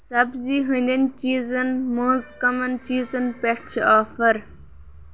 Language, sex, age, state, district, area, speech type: Kashmiri, female, 18-30, Jammu and Kashmir, Kupwara, urban, read